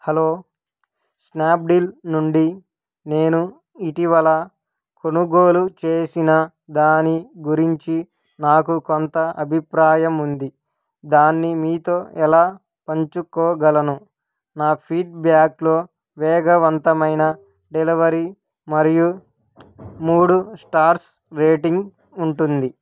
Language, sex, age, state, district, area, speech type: Telugu, male, 18-30, Andhra Pradesh, Krishna, urban, read